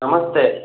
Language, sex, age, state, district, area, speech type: Kannada, male, 18-30, Karnataka, Chitradurga, urban, conversation